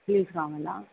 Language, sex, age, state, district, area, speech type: Telugu, female, 18-30, Telangana, Jayashankar, urban, conversation